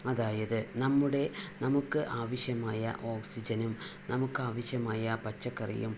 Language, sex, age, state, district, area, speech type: Malayalam, female, 60+, Kerala, Palakkad, rural, spontaneous